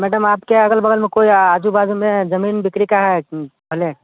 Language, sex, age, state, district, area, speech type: Hindi, male, 18-30, Bihar, Muzaffarpur, urban, conversation